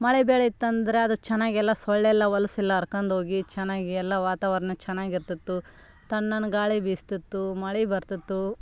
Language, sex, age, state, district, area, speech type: Kannada, female, 30-45, Karnataka, Vijayanagara, rural, spontaneous